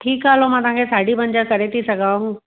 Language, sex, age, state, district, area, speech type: Sindhi, female, 30-45, Gujarat, Surat, urban, conversation